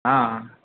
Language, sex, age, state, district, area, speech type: Gujarati, male, 30-45, Gujarat, Ahmedabad, urban, conversation